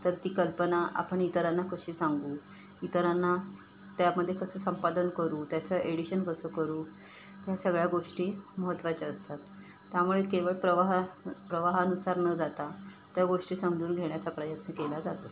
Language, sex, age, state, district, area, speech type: Marathi, female, 30-45, Maharashtra, Ratnagiri, rural, spontaneous